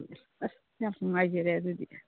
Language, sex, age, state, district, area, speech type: Manipuri, female, 45-60, Manipur, Kangpokpi, urban, conversation